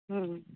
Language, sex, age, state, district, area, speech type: Tamil, female, 18-30, Tamil Nadu, Nagapattinam, urban, conversation